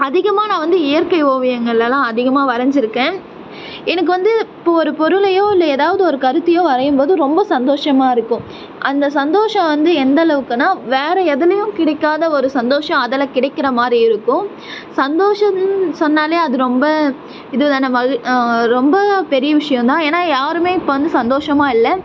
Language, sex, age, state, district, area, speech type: Tamil, female, 18-30, Tamil Nadu, Tiruvannamalai, urban, spontaneous